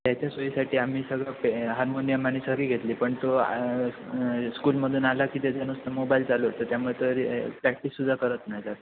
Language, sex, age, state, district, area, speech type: Marathi, male, 18-30, Maharashtra, Sindhudurg, rural, conversation